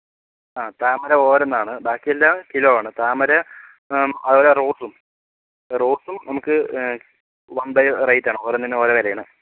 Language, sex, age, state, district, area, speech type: Malayalam, male, 30-45, Kerala, Palakkad, rural, conversation